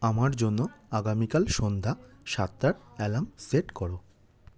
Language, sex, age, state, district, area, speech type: Bengali, male, 30-45, West Bengal, South 24 Parganas, rural, read